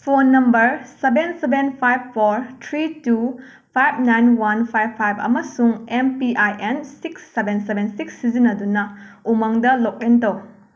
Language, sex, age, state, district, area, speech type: Manipuri, female, 30-45, Manipur, Imphal West, rural, read